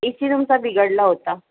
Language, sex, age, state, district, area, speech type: Marathi, female, 30-45, Maharashtra, Mumbai Suburban, urban, conversation